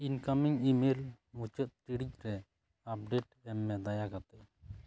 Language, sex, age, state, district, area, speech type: Santali, male, 30-45, West Bengal, Jhargram, rural, read